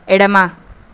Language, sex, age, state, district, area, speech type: Telugu, female, 18-30, Telangana, Nalgonda, urban, read